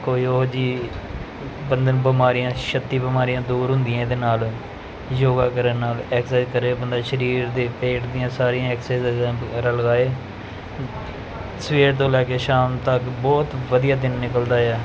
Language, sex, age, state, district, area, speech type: Punjabi, male, 30-45, Punjab, Pathankot, urban, spontaneous